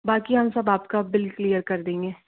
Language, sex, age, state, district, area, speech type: Hindi, female, 18-30, Madhya Pradesh, Bhopal, urban, conversation